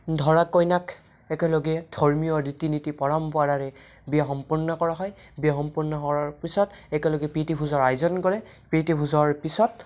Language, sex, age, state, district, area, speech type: Assamese, male, 18-30, Assam, Barpeta, rural, spontaneous